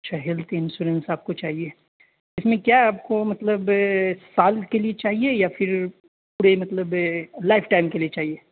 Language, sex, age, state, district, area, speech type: Urdu, male, 18-30, Uttar Pradesh, Saharanpur, urban, conversation